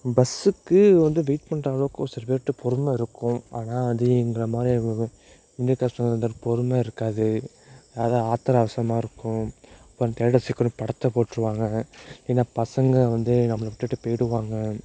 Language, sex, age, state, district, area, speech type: Tamil, male, 30-45, Tamil Nadu, Mayiladuthurai, urban, spontaneous